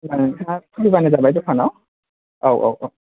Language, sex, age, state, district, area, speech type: Bodo, male, 18-30, Assam, Kokrajhar, rural, conversation